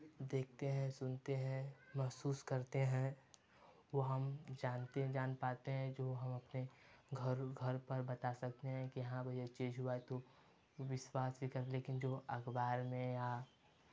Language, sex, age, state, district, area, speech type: Hindi, male, 18-30, Uttar Pradesh, Chandauli, rural, spontaneous